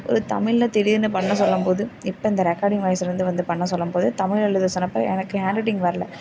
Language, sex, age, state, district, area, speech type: Tamil, female, 18-30, Tamil Nadu, Karur, rural, spontaneous